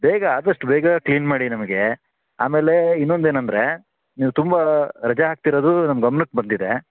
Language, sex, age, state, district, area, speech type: Kannada, male, 18-30, Karnataka, Shimoga, rural, conversation